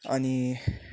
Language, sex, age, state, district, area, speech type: Nepali, male, 18-30, West Bengal, Darjeeling, rural, spontaneous